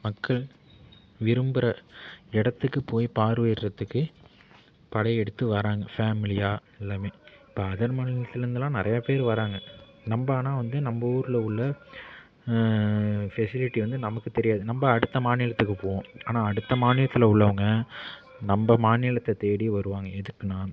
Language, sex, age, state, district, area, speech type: Tamil, male, 18-30, Tamil Nadu, Mayiladuthurai, rural, spontaneous